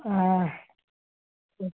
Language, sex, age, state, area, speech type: Sanskrit, male, 18-30, Uttar Pradesh, rural, conversation